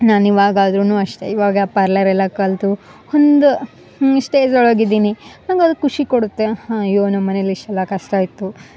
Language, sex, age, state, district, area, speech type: Kannada, female, 18-30, Karnataka, Koppal, rural, spontaneous